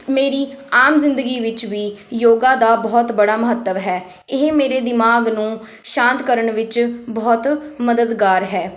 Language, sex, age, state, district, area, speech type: Punjabi, female, 18-30, Punjab, Kapurthala, rural, spontaneous